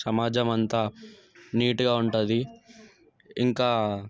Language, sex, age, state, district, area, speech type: Telugu, male, 18-30, Telangana, Sangareddy, urban, spontaneous